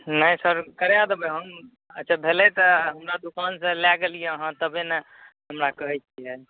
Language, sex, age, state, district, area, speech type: Maithili, male, 18-30, Bihar, Saharsa, urban, conversation